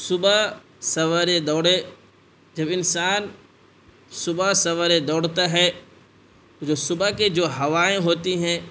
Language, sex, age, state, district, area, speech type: Urdu, male, 18-30, Bihar, Purnia, rural, spontaneous